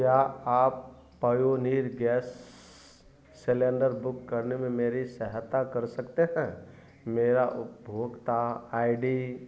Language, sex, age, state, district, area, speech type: Hindi, male, 45-60, Bihar, Madhepura, rural, read